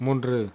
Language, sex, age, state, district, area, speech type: Tamil, male, 18-30, Tamil Nadu, Ariyalur, rural, read